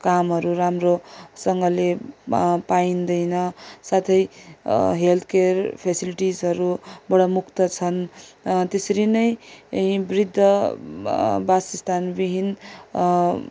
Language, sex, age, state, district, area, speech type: Nepali, female, 18-30, West Bengal, Darjeeling, rural, spontaneous